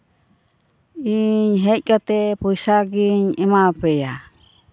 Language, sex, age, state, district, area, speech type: Santali, female, 60+, West Bengal, Purba Bardhaman, rural, spontaneous